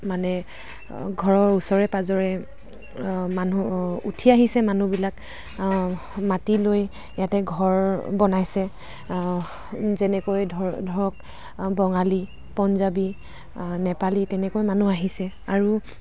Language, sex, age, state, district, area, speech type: Assamese, female, 18-30, Assam, Dhemaji, rural, spontaneous